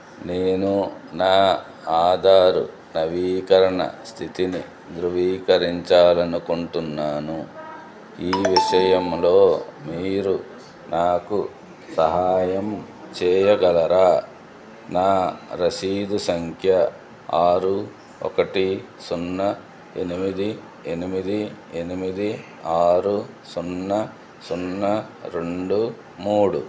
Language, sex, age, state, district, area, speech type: Telugu, male, 45-60, Andhra Pradesh, N T Rama Rao, urban, read